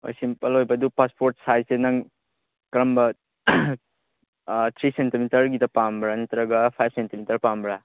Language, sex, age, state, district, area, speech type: Manipuri, male, 18-30, Manipur, Chandel, rural, conversation